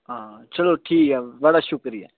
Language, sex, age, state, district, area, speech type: Dogri, male, 18-30, Jammu and Kashmir, Udhampur, urban, conversation